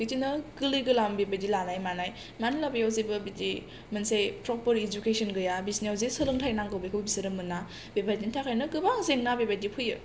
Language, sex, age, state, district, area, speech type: Bodo, female, 18-30, Assam, Chirang, urban, spontaneous